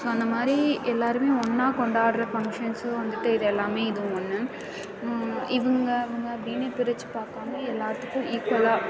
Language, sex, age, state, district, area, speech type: Tamil, female, 18-30, Tamil Nadu, Karur, rural, spontaneous